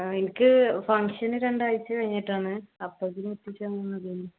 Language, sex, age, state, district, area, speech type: Malayalam, female, 18-30, Kerala, Palakkad, rural, conversation